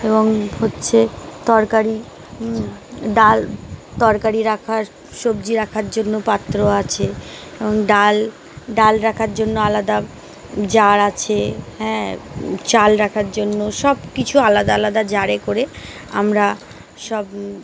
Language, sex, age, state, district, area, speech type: Bengali, female, 30-45, West Bengal, Uttar Dinajpur, urban, spontaneous